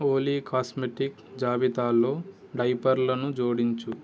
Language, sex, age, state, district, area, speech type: Telugu, male, 18-30, Telangana, Ranga Reddy, urban, read